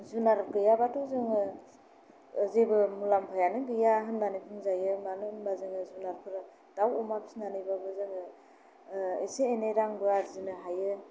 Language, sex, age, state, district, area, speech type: Bodo, female, 30-45, Assam, Kokrajhar, rural, spontaneous